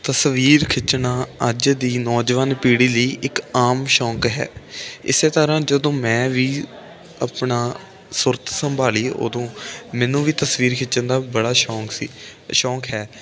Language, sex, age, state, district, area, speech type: Punjabi, male, 18-30, Punjab, Ludhiana, urban, spontaneous